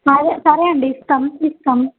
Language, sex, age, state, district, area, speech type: Telugu, female, 18-30, Telangana, Bhadradri Kothagudem, rural, conversation